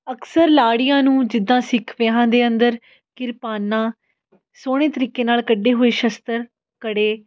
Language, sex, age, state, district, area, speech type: Punjabi, female, 18-30, Punjab, Fatehgarh Sahib, urban, spontaneous